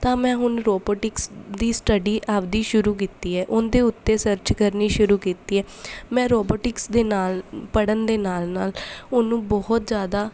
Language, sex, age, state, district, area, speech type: Punjabi, female, 18-30, Punjab, Bathinda, urban, spontaneous